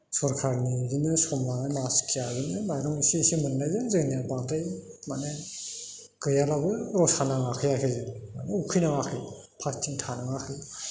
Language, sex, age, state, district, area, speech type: Bodo, male, 60+, Assam, Chirang, rural, spontaneous